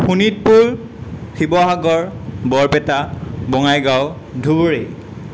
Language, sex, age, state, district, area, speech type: Assamese, male, 18-30, Assam, Sonitpur, rural, spontaneous